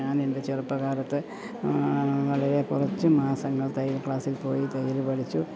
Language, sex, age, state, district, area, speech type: Malayalam, female, 60+, Kerala, Idukki, rural, spontaneous